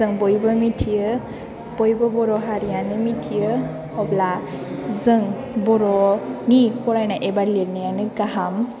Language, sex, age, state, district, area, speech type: Bodo, female, 18-30, Assam, Chirang, urban, spontaneous